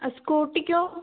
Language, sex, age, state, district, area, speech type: Malayalam, female, 30-45, Kerala, Kozhikode, urban, conversation